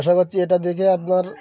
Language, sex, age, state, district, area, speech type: Bengali, male, 18-30, West Bengal, Birbhum, urban, spontaneous